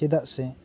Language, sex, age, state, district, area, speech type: Santali, male, 18-30, West Bengal, Bankura, rural, spontaneous